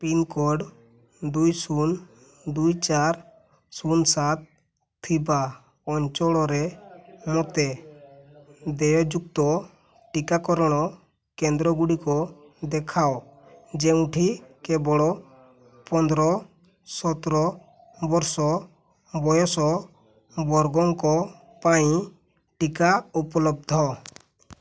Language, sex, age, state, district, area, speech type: Odia, male, 18-30, Odisha, Mayurbhanj, rural, read